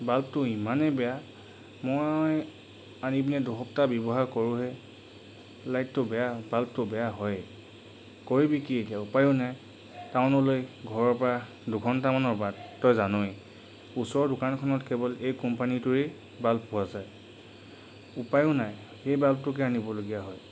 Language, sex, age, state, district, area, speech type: Assamese, male, 45-60, Assam, Charaideo, rural, spontaneous